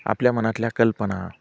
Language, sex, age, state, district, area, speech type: Marathi, male, 45-60, Maharashtra, Nanded, urban, spontaneous